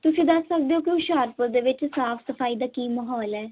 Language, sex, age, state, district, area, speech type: Punjabi, female, 18-30, Punjab, Hoshiarpur, rural, conversation